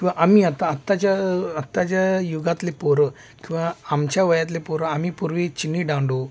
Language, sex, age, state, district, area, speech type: Marathi, male, 45-60, Maharashtra, Sangli, urban, spontaneous